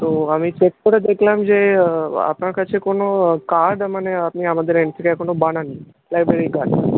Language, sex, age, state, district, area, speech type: Bengali, male, 18-30, West Bengal, Darjeeling, urban, conversation